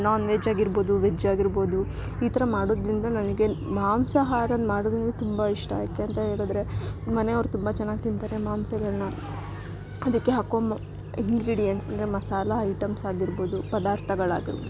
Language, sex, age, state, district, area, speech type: Kannada, female, 18-30, Karnataka, Chikkamagaluru, rural, spontaneous